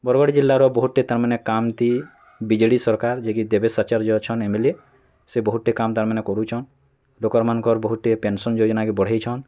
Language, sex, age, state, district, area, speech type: Odia, male, 18-30, Odisha, Bargarh, rural, spontaneous